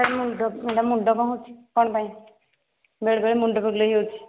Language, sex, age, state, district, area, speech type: Odia, female, 30-45, Odisha, Nayagarh, rural, conversation